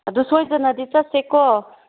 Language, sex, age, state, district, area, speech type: Manipuri, female, 30-45, Manipur, Chandel, rural, conversation